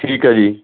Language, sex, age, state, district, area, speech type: Punjabi, male, 45-60, Punjab, Fatehgarh Sahib, rural, conversation